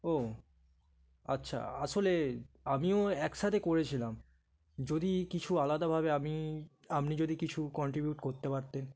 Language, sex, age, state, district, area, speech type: Bengali, male, 18-30, West Bengal, Dakshin Dinajpur, urban, spontaneous